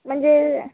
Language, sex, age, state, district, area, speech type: Marathi, female, 18-30, Maharashtra, Nagpur, rural, conversation